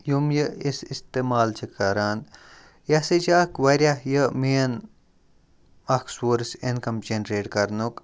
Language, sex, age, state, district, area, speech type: Kashmiri, male, 30-45, Jammu and Kashmir, Kupwara, rural, spontaneous